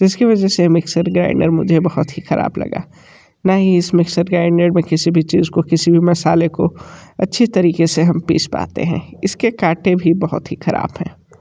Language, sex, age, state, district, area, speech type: Hindi, male, 30-45, Uttar Pradesh, Sonbhadra, rural, spontaneous